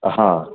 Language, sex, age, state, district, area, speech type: Gujarati, male, 30-45, Gujarat, Surat, urban, conversation